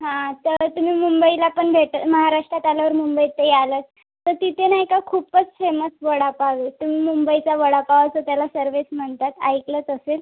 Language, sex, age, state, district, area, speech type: Marathi, female, 18-30, Maharashtra, Thane, urban, conversation